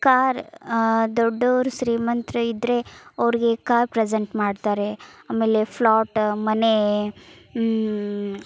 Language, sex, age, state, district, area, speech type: Kannada, female, 30-45, Karnataka, Gadag, rural, spontaneous